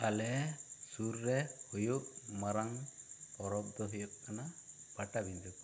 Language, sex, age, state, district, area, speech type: Santali, male, 30-45, West Bengal, Bankura, rural, spontaneous